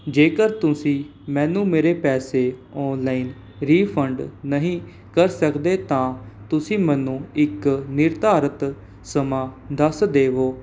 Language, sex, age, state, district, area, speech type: Punjabi, male, 18-30, Punjab, Mohali, urban, spontaneous